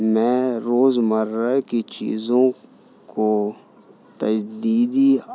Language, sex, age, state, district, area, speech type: Urdu, male, 30-45, Delhi, New Delhi, urban, spontaneous